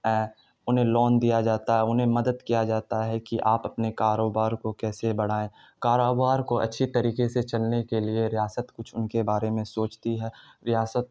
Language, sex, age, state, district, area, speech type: Urdu, male, 30-45, Bihar, Supaul, urban, spontaneous